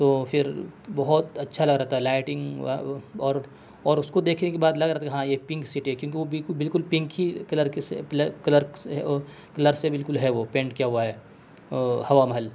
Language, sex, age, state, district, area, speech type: Urdu, male, 18-30, Delhi, South Delhi, urban, spontaneous